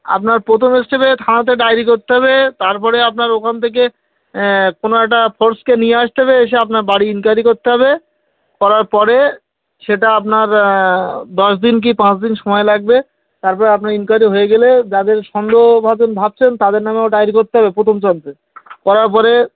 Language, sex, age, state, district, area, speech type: Bengali, male, 18-30, West Bengal, Birbhum, urban, conversation